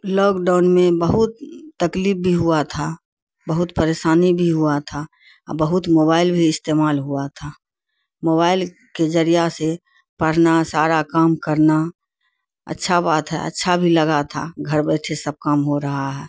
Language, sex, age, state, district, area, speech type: Urdu, female, 60+, Bihar, Khagaria, rural, spontaneous